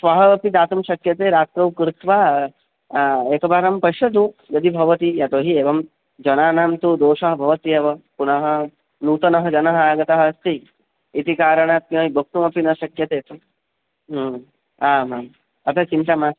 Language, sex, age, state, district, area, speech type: Sanskrit, male, 18-30, West Bengal, Purba Medinipur, rural, conversation